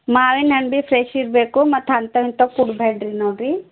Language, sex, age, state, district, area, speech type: Kannada, female, 30-45, Karnataka, Bidar, urban, conversation